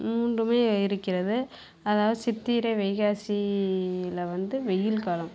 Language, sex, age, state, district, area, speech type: Tamil, female, 45-60, Tamil Nadu, Kallakurichi, rural, spontaneous